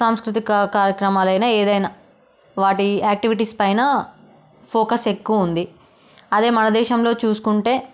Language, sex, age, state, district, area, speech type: Telugu, female, 30-45, Telangana, Peddapalli, rural, spontaneous